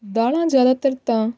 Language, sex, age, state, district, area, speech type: Punjabi, female, 18-30, Punjab, Hoshiarpur, rural, spontaneous